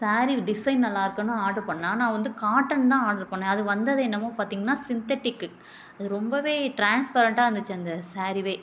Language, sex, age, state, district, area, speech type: Tamil, female, 30-45, Tamil Nadu, Tiruchirappalli, rural, spontaneous